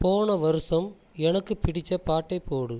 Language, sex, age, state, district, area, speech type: Tamil, male, 45-60, Tamil Nadu, Tiruchirappalli, rural, read